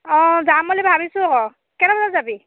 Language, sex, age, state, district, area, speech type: Assamese, female, 30-45, Assam, Dhemaji, rural, conversation